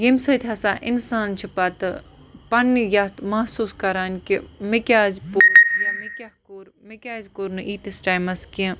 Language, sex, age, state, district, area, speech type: Kashmiri, other, 18-30, Jammu and Kashmir, Baramulla, rural, spontaneous